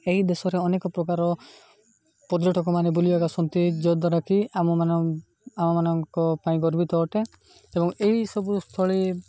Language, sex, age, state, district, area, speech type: Odia, male, 30-45, Odisha, Koraput, urban, spontaneous